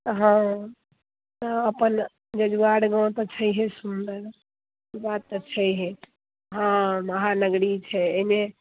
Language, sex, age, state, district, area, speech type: Maithili, female, 30-45, Bihar, Muzaffarpur, urban, conversation